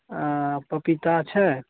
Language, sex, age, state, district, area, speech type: Maithili, male, 45-60, Bihar, Araria, rural, conversation